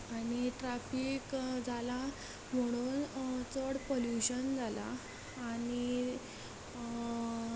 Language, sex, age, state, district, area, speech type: Goan Konkani, female, 18-30, Goa, Ponda, rural, spontaneous